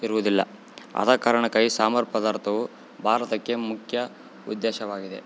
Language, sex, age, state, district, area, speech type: Kannada, male, 18-30, Karnataka, Bellary, rural, spontaneous